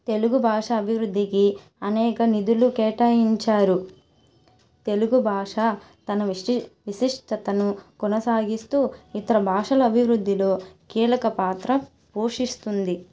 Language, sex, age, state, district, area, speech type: Telugu, female, 18-30, Andhra Pradesh, Nellore, rural, spontaneous